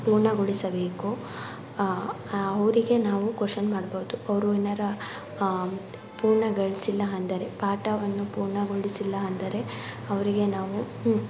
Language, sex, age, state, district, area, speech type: Kannada, female, 18-30, Karnataka, Davanagere, rural, spontaneous